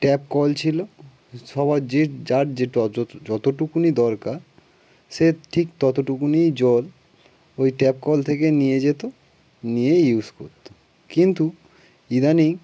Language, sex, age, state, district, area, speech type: Bengali, male, 18-30, West Bengal, North 24 Parganas, urban, spontaneous